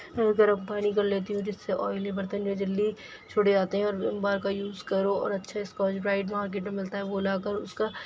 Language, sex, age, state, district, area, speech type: Urdu, female, 18-30, Delhi, Central Delhi, urban, spontaneous